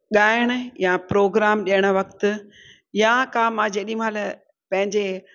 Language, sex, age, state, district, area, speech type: Sindhi, female, 60+, Rajasthan, Ajmer, urban, spontaneous